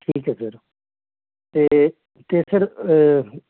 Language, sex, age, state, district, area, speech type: Punjabi, male, 45-60, Punjab, Patiala, urban, conversation